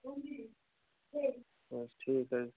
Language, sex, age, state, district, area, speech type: Kashmiri, male, 18-30, Jammu and Kashmir, Budgam, rural, conversation